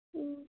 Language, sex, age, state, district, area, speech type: Manipuri, female, 30-45, Manipur, Kangpokpi, rural, conversation